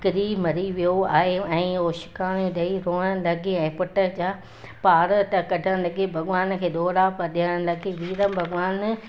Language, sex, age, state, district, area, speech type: Sindhi, female, 60+, Gujarat, Junagadh, urban, spontaneous